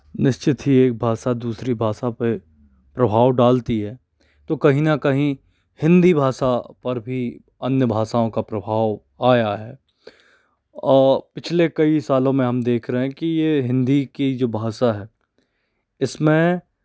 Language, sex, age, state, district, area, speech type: Hindi, male, 45-60, Madhya Pradesh, Bhopal, urban, spontaneous